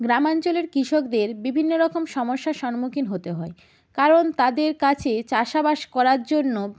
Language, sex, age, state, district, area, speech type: Bengali, female, 30-45, West Bengal, North 24 Parganas, rural, spontaneous